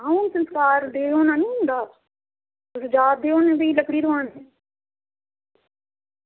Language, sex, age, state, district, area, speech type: Dogri, female, 45-60, Jammu and Kashmir, Udhampur, urban, conversation